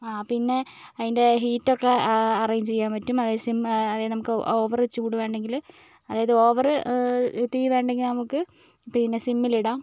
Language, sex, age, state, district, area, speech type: Malayalam, female, 45-60, Kerala, Wayanad, rural, spontaneous